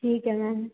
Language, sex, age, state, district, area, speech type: Hindi, female, 18-30, Madhya Pradesh, Betul, rural, conversation